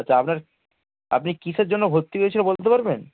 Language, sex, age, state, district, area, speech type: Bengali, male, 18-30, West Bengal, Darjeeling, rural, conversation